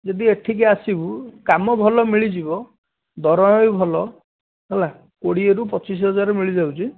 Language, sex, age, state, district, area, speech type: Odia, male, 18-30, Odisha, Dhenkanal, rural, conversation